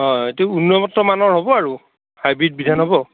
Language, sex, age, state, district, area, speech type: Assamese, male, 45-60, Assam, Darrang, rural, conversation